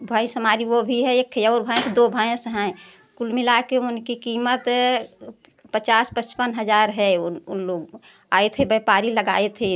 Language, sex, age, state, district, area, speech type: Hindi, female, 60+, Uttar Pradesh, Prayagraj, urban, spontaneous